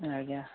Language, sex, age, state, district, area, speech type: Odia, male, 18-30, Odisha, Mayurbhanj, rural, conversation